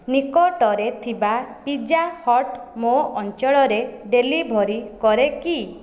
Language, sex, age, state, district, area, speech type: Odia, female, 18-30, Odisha, Khordha, rural, read